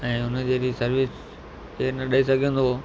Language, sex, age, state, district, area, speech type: Sindhi, male, 45-60, Gujarat, Kutch, rural, spontaneous